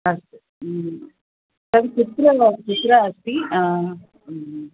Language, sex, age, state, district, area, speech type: Sanskrit, female, 30-45, Tamil Nadu, Chennai, urban, conversation